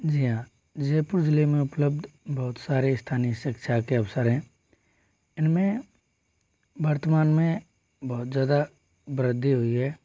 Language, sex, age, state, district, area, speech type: Hindi, male, 45-60, Rajasthan, Jaipur, urban, spontaneous